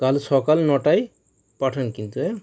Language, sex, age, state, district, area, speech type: Bengali, male, 45-60, West Bengal, Howrah, urban, spontaneous